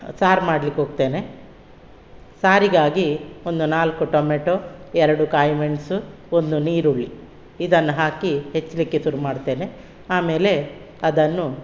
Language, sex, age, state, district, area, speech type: Kannada, female, 60+, Karnataka, Udupi, rural, spontaneous